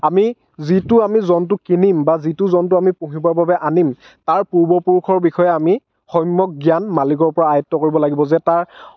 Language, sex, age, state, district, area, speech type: Assamese, male, 45-60, Assam, Dhemaji, rural, spontaneous